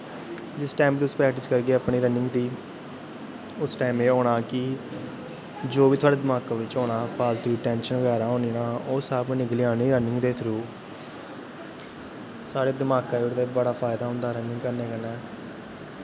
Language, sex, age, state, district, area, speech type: Dogri, male, 18-30, Jammu and Kashmir, Kathua, rural, spontaneous